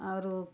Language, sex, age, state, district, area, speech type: Odia, female, 30-45, Odisha, Bargarh, rural, spontaneous